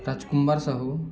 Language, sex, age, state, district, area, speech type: Odia, male, 18-30, Odisha, Balangir, urban, spontaneous